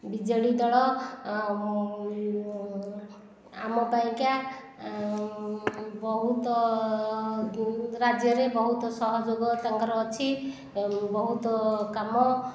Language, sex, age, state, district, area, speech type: Odia, female, 45-60, Odisha, Khordha, rural, spontaneous